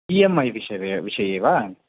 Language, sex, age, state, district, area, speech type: Sanskrit, male, 18-30, Karnataka, Uttara Kannada, rural, conversation